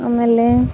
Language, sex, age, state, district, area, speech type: Kannada, female, 18-30, Karnataka, Gadag, rural, spontaneous